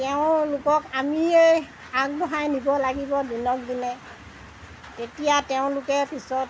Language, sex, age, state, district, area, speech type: Assamese, female, 60+, Assam, Golaghat, urban, spontaneous